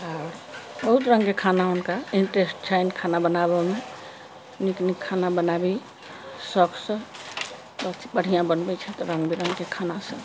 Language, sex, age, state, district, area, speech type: Maithili, female, 60+, Bihar, Sitamarhi, rural, spontaneous